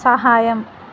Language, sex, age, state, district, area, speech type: Telugu, female, 45-60, Andhra Pradesh, Konaseema, rural, read